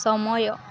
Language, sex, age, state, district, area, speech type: Odia, female, 18-30, Odisha, Balangir, urban, read